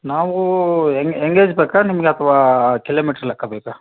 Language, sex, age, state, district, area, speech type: Kannada, male, 30-45, Karnataka, Vijayanagara, rural, conversation